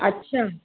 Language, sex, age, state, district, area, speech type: Hindi, female, 30-45, Madhya Pradesh, Jabalpur, urban, conversation